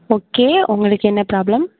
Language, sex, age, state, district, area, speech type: Tamil, female, 18-30, Tamil Nadu, Mayiladuthurai, rural, conversation